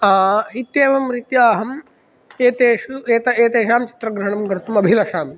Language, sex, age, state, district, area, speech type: Sanskrit, male, 18-30, Andhra Pradesh, Kadapa, rural, spontaneous